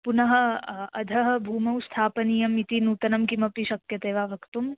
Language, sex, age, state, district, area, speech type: Sanskrit, female, 18-30, Maharashtra, Washim, urban, conversation